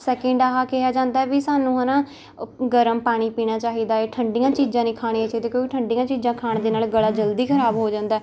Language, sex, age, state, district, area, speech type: Punjabi, female, 18-30, Punjab, Rupnagar, rural, spontaneous